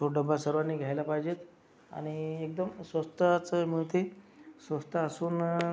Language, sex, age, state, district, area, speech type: Marathi, male, 60+, Maharashtra, Akola, rural, spontaneous